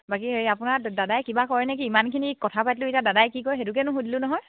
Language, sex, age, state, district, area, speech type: Assamese, female, 18-30, Assam, Sivasagar, rural, conversation